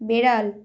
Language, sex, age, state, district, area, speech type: Bengali, female, 30-45, West Bengal, Bankura, urban, read